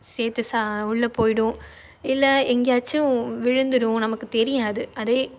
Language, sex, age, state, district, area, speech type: Tamil, female, 18-30, Tamil Nadu, Nagapattinam, rural, spontaneous